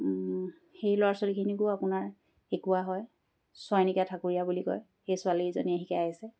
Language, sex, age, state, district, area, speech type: Assamese, female, 30-45, Assam, Charaideo, rural, spontaneous